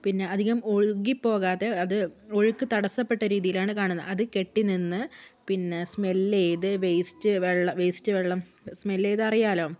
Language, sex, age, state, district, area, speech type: Malayalam, female, 30-45, Kerala, Wayanad, rural, spontaneous